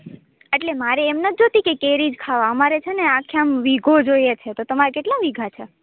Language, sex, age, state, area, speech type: Gujarati, female, 18-30, Gujarat, urban, conversation